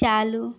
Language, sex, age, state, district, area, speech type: Hindi, female, 18-30, Bihar, Vaishali, rural, read